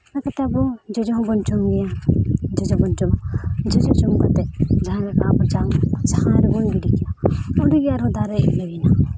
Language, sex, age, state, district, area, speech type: Santali, female, 18-30, Jharkhand, Seraikela Kharsawan, rural, spontaneous